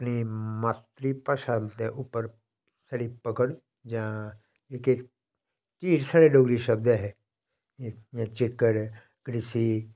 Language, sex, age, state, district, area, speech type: Dogri, male, 45-60, Jammu and Kashmir, Udhampur, rural, spontaneous